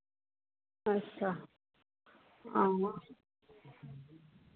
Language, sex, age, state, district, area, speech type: Dogri, female, 45-60, Jammu and Kashmir, Reasi, rural, conversation